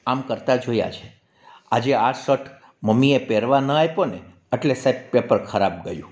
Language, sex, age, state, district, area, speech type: Gujarati, male, 45-60, Gujarat, Amreli, urban, spontaneous